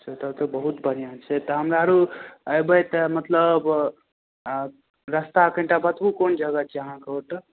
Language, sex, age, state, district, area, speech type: Maithili, male, 18-30, Bihar, Madhepura, rural, conversation